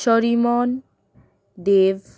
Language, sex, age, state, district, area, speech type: Bengali, female, 18-30, West Bengal, Howrah, urban, spontaneous